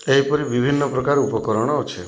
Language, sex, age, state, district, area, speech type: Odia, male, 60+, Odisha, Boudh, rural, spontaneous